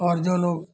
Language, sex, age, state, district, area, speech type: Hindi, male, 60+, Uttar Pradesh, Azamgarh, urban, spontaneous